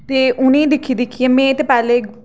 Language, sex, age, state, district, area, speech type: Dogri, female, 18-30, Jammu and Kashmir, Jammu, rural, spontaneous